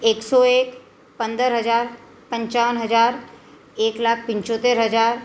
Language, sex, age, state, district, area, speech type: Gujarati, female, 30-45, Gujarat, Surat, urban, spontaneous